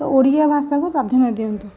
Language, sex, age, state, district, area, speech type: Odia, male, 60+, Odisha, Nayagarh, rural, spontaneous